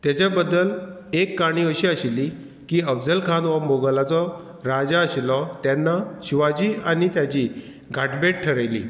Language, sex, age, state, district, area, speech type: Goan Konkani, male, 45-60, Goa, Murmgao, rural, spontaneous